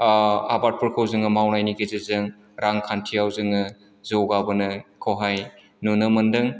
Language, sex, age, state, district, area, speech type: Bodo, male, 45-60, Assam, Chirang, urban, spontaneous